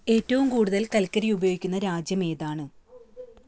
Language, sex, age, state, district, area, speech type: Malayalam, female, 30-45, Kerala, Kasaragod, rural, read